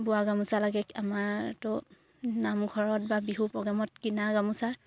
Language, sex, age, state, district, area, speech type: Assamese, female, 18-30, Assam, Sivasagar, rural, spontaneous